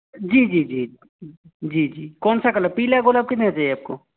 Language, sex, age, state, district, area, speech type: Hindi, male, 18-30, Rajasthan, Jaipur, urban, conversation